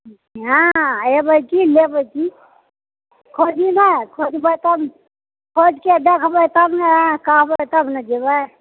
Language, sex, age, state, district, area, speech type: Maithili, female, 60+, Bihar, Purnia, rural, conversation